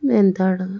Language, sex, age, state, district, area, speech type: Telugu, female, 18-30, Andhra Pradesh, Konaseema, rural, spontaneous